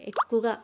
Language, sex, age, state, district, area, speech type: Telugu, female, 18-30, Andhra Pradesh, Krishna, urban, spontaneous